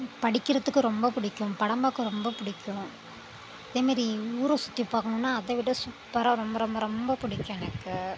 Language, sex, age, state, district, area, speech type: Tamil, female, 30-45, Tamil Nadu, Mayiladuthurai, urban, spontaneous